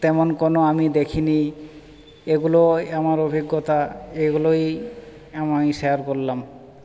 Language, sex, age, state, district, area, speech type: Bengali, male, 45-60, West Bengal, Jhargram, rural, spontaneous